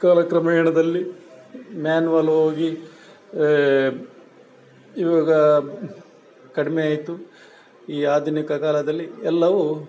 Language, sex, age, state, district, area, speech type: Kannada, male, 45-60, Karnataka, Udupi, rural, spontaneous